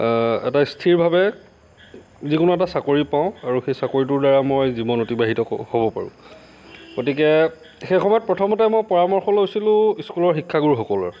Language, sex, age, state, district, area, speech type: Assamese, male, 45-60, Assam, Lakhimpur, rural, spontaneous